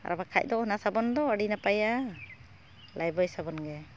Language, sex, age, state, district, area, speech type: Santali, female, 45-60, Jharkhand, Seraikela Kharsawan, rural, spontaneous